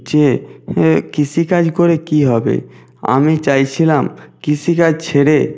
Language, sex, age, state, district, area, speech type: Bengali, male, 30-45, West Bengal, Nadia, rural, spontaneous